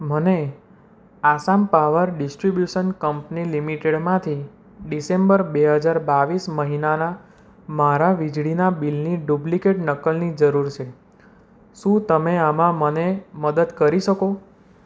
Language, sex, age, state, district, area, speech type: Gujarati, male, 18-30, Gujarat, Anand, urban, read